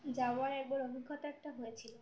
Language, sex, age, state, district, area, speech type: Bengali, female, 18-30, West Bengal, Birbhum, urban, spontaneous